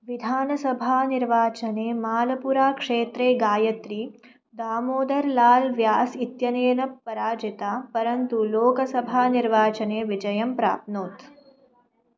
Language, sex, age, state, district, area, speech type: Sanskrit, female, 18-30, Maharashtra, Mumbai Suburban, urban, read